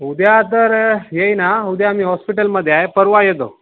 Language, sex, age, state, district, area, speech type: Marathi, male, 18-30, Maharashtra, Nanded, rural, conversation